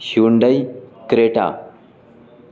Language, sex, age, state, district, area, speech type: Urdu, male, 18-30, Bihar, Gaya, urban, spontaneous